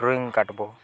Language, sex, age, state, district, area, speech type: Odia, male, 18-30, Odisha, Balangir, urban, spontaneous